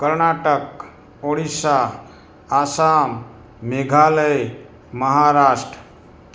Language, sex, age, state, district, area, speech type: Gujarati, male, 60+, Gujarat, Morbi, rural, spontaneous